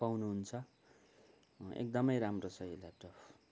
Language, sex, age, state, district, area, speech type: Nepali, male, 60+, West Bengal, Kalimpong, rural, spontaneous